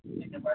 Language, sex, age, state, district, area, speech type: Hindi, male, 60+, Rajasthan, Jaipur, urban, conversation